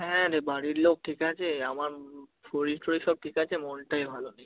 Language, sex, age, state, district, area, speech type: Bengali, male, 18-30, West Bengal, Kolkata, urban, conversation